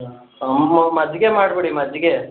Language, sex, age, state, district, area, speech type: Kannada, male, 18-30, Karnataka, Chitradurga, urban, conversation